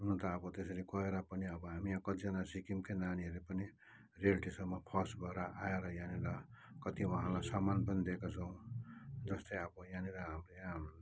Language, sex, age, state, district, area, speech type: Nepali, male, 60+, West Bengal, Kalimpong, rural, spontaneous